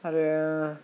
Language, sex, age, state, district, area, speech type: Bodo, male, 18-30, Assam, Kokrajhar, rural, spontaneous